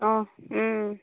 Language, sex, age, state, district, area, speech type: Assamese, female, 18-30, Assam, Dhemaji, rural, conversation